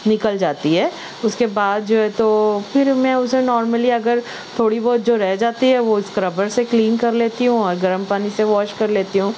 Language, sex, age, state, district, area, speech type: Urdu, female, 60+, Maharashtra, Nashik, urban, spontaneous